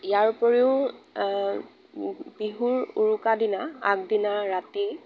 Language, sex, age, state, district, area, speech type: Assamese, female, 30-45, Assam, Lakhimpur, rural, spontaneous